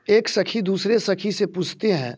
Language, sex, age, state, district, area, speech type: Hindi, male, 30-45, Bihar, Muzaffarpur, rural, spontaneous